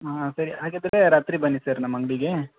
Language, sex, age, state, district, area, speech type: Kannada, male, 18-30, Karnataka, Gadag, rural, conversation